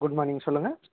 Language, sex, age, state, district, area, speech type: Tamil, male, 45-60, Tamil Nadu, Erode, urban, conversation